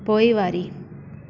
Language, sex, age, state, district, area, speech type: Sindhi, female, 45-60, Delhi, South Delhi, urban, read